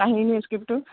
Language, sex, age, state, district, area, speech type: Assamese, female, 18-30, Assam, Nagaon, rural, conversation